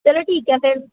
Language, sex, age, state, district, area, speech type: Punjabi, female, 18-30, Punjab, Pathankot, urban, conversation